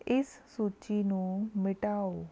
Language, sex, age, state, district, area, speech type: Punjabi, female, 18-30, Punjab, Rupnagar, rural, read